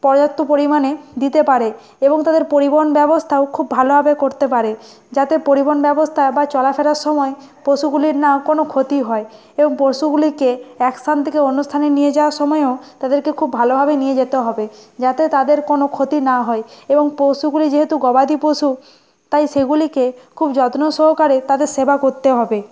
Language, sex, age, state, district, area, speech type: Bengali, female, 60+, West Bengal, Nadia, rural, spontaneous